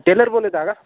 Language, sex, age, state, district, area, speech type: Marathi, male, 18-30, Maharashtra, Hingoli, urban, conversation